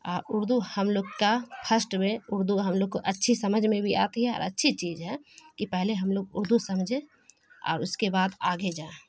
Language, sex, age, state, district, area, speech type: Urdu, female, 30-45, Bihar, Khagaria, rural, spontaneous